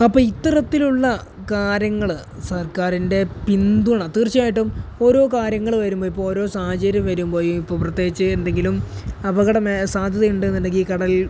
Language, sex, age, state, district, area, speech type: Malayalam, male, 18-30, Kerala, Malappuram, rural, spontaneous